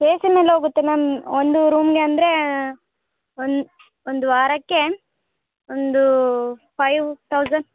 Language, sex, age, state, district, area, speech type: Kannada, female, 18-30, Karnataka, Bellary, rural, conversation